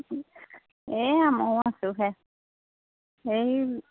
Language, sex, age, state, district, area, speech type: Assamese, female, 30-45, Assam, Jorhat, urban, conversation